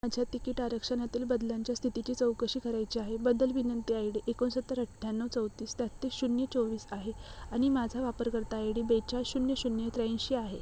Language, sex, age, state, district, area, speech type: Marathi, female, 18-30, Maharashtra, Ratnagiri, rural, read